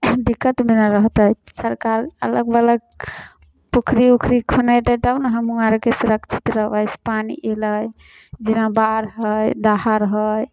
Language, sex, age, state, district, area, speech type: Maithili, female, 18-30, Bihar, Samastipur, rural, spontaneous